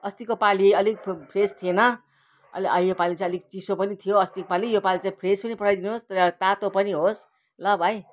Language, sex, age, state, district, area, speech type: Nepali, female, 60+, West Bengal, Kalimpong, rural, spontaneous